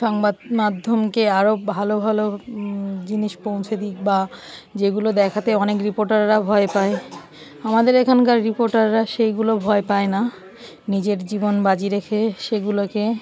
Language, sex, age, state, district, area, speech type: Bengali, female, 45-60, West Bengal, Darjeeling, urban, spontaneous